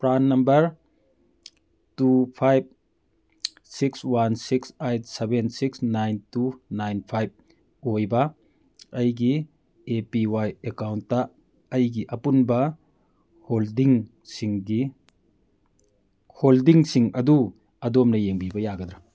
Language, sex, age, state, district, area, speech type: Manipuri, male, 45-60, Manipur, Churachandpur, urban, read